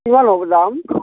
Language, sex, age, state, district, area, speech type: Assamese, male, 60+, Assam, Darrang, rural, conversation